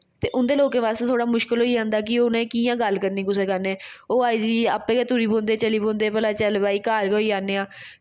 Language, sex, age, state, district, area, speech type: Dogri, female, 18-30, Jammu and Kashmir, Jammu, urban, spontaneous